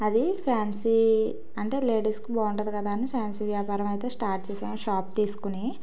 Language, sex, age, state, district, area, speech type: Telugu, female, 18-30, Telangana, Karimnagar, urban, spontaneous